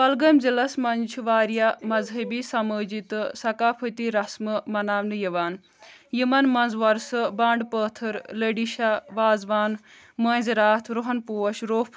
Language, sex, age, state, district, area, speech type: Kashmiri, female, 18-30, Jammu and Kashmir, Kulgam, rural, spontaneous